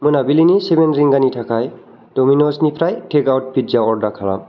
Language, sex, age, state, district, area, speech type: Bodo, male, 18-30, Assam, Kokrajhar, urban, read